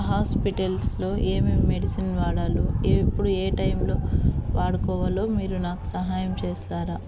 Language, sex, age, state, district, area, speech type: Telugu, female, 30-45, Andhra Pradesh, Eluru, urban, spontaneous